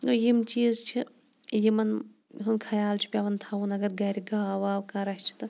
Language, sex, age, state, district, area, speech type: Kashmiri, female, 18-30, Jammu and Kashmir, Kulgam, rural, spontaneous